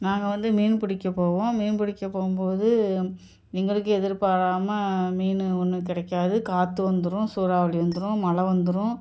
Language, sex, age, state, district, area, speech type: Tamil, female, 45-60, Tamil Nadu, Ariyalur, rural, spontaneous